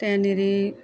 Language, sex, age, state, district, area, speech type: Nepali, female, 45-60, West Bengal, Darjeeling, rural, spontaneous